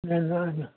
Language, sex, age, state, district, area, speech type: Kannada, male, 60+, Karnataka, Mandya, rural, conversation